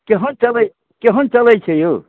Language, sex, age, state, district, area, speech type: Maithili, male, 60+, Bihar, Samastipur, urban, conversation